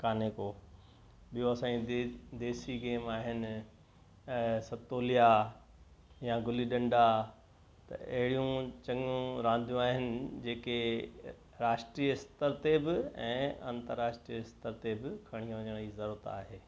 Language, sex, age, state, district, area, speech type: Sindhi, male, 60+, Gujarat, Kutch, urban, spontaneous